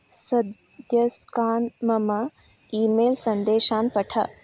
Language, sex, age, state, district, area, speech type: Sanskrit, female, 18-30, Karnataka, Uttara Kannada, rural, read